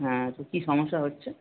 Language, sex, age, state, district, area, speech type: Bengali, male, 18-30, West Bengal, Howrah, urban, conversation